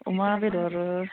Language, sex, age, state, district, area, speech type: Bodo, female, 30-45, Assam, Baksa, rural, conversation